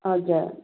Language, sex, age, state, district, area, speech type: Nepali, female, 45-60, West Bengal, Jalpaiguri, rural, conversation